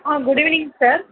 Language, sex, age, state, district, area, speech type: Tamil, female, 18-30, Tamil Nadu, Chennai, urban, conversation